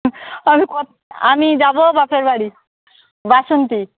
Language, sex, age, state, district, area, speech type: Bengali, female, 30-45, West Bengal, Darjeeling, urban, conversation